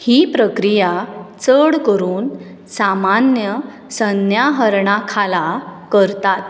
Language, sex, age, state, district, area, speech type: Goan Konkani, female, 30-45, Goa, Bardez, urban, read